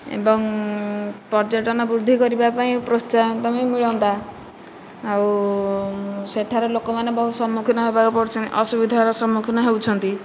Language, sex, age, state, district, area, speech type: Odia, female, 18-30, Odisha, Nayagarh, rural, spontaneous